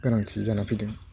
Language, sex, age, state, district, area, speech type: Bodo, male, 18-30, Assam, Udalguri, rural, spontaneous